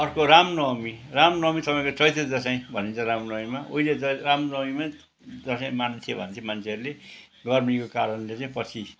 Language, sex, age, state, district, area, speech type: Nepali, male, 60+, West Bengal, Kalimpong, rural, spontaneous